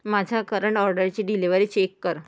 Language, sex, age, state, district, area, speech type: Marathi, female, 30-45, Maharashtra, Yavatmal, rural, read